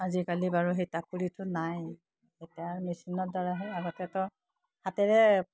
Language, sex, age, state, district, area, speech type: Assamese, female, 60+, Assam, Udalguri, rural, spontaneous